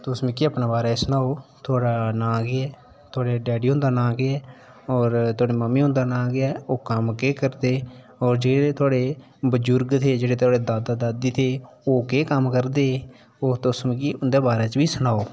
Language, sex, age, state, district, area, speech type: Dogri, male, 18-30, Jammu and Kashmir, Udhampur, rural, spontaneous